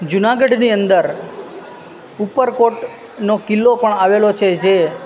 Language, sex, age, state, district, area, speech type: Gujarati, male, 30-45, Gujarat, Junagadh, rural, spontaneous